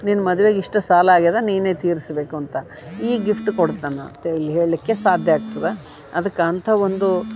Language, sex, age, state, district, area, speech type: Kannada, female, 60+, Karnataka, Gadag, rural, spontaneous